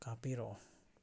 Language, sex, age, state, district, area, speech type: Manipuri, male, 45-60, Manipur, Bishnupur, rural, spontaneous